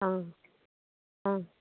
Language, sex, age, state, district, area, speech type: Assamese, female, 60+, Assam, Dibrugarh, rural, conversation